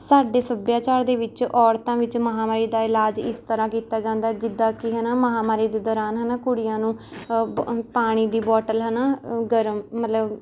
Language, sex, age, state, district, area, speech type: Punjabi, female, 18-30, Punjab, Rupnagar, rural, spontaneous